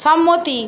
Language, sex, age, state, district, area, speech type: Bengali, female, 60+, West Bengal, Jhargram, rural, read